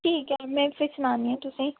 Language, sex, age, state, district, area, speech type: Dogri, female, 18-30, Jammu and Kashmir, Jammu, urban, conversation